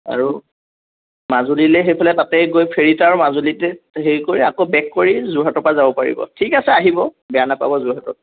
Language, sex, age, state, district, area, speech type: Assamese, male, 30-45, Assam, Jorhat, urban, conversation